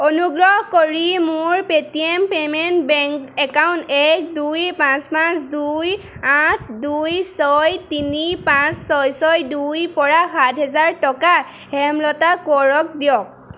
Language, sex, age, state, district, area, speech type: Assamese, female, 18-30, Assam, Jorhat, urban, read